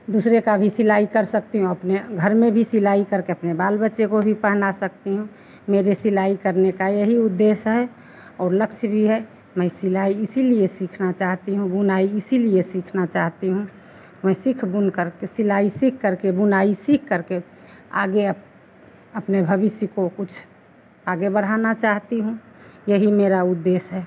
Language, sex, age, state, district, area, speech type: Hindi, female, 60+, Bihar, Begusarai, rural, spontaneous